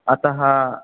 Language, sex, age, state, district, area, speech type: Sanskrit, male, 18-30, West Bengal, South 24 Parganas, rural, conversation